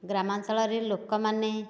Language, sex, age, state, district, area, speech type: Odia, female, 60+, Odisha, Nayagarh, rural, spontaneous